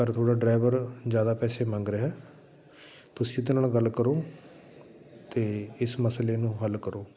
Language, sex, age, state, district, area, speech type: Punjabi, male, 45-60, Punjab, Fatehgarh Sahib, urban, spontaneous